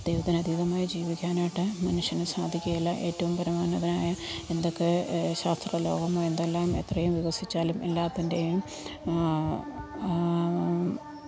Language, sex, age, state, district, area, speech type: Malayalam, female, 30-45, Kerala, Alappuzha, rural, spontaneous